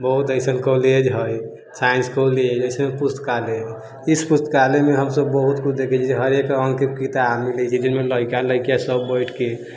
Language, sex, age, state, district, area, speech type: Maithili, male, 30-45, Bihar, Sitamarhi, urban, spontaneous